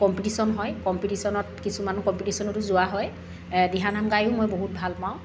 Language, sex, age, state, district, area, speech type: Assamese, female, 45-60, Assam, Dibrugarh, rural, spontaneous